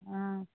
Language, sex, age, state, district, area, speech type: Assamese, female, 60+, Assam, Majuli, urban, conversation